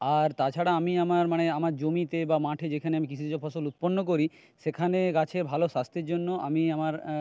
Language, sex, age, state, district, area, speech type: Bengali, male, 60+, West Bengal, Jhargram, rural, spontaneous